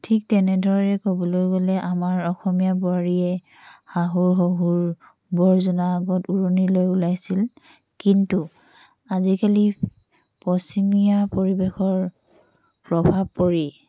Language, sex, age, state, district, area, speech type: Assamese, female, 18-30, Assam, Tinsukia, urban, spontaneous